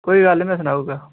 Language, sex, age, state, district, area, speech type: Dogri, male, 18-30, Jammu and Kashmir, Udhampur, rural, conversation